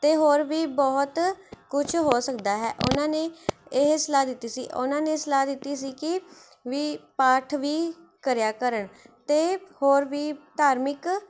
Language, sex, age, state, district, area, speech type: Punjabi, female, 18-30, Punjab, Mohali, urban, spontaneous